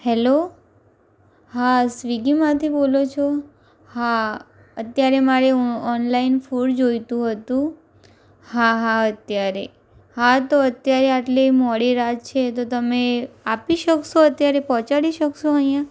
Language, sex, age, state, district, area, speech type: Gujarati, female, 18-30, Gujarat, Anand, rural, spontaneous